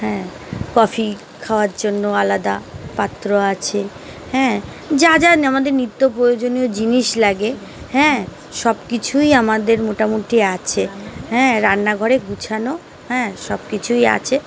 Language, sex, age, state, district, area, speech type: Bengali, female, 30-45, West Bengal, Uttar Dinajpur, urban, spontaneous